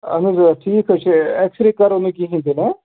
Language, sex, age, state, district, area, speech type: Kashmiri, male, 30-45, Jammu and Kashmir, Ganderbal, rural, conversation